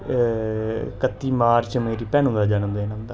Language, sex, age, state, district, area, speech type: Dogri, male, 30-45, Jammu and Kashmir, Udhampur, rural, spontaneous